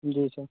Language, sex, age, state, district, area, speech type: Hindi, male, 30-45, Uttar Pradesh, Mirzapur, rural, conversation